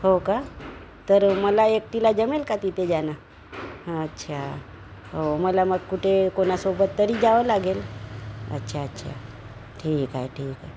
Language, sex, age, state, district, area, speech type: Marathi, female, 60+, Maharashtra, Nagpur, urban, spontaneous